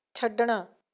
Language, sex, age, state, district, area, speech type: Punjabi, female, 45-60, Punjab, Fatehgarh Sahib, rural, read